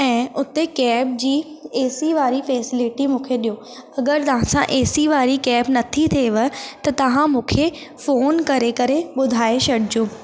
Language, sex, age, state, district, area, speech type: Sindhi, female, 18-30, Madhya Pradesh, Katni, urban, spontaneous